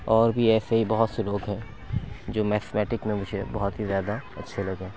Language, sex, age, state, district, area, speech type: Urdu, male, 30-45, Uttar Pradesh, Lucknow, urban, spontaneous